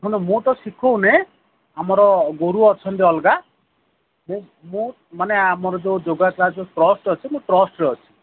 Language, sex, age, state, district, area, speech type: Odia, male, 45-60, Odisha, Sundergarh, rural, conversation